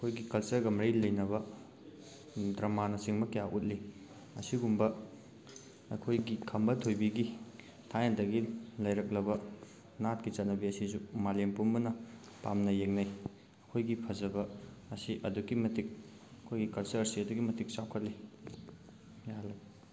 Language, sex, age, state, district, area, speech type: Manipuri, male, 18-30, Manipur, Thoubal, rural, spontaneous